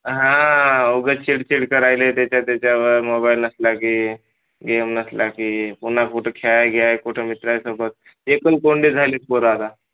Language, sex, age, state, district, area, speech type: Marathi, male, 18-30, Maharashtra, Hingoli, urban, conversation